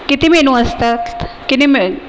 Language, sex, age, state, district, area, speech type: Marathi, female, 45-60, Maharashtra, Nagpur, urban, spontaneous